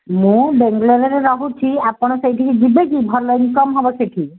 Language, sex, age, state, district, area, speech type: Odia, female, 60+, Odisha, Gajapati, rural, conversation